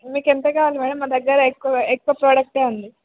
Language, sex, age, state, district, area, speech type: Telugu, female, 18-30, Telangana, Hyderabad, urban, conversation